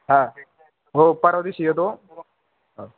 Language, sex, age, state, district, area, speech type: Marathi, male, 18-30, Maharashtra, Jalna, urban, conversation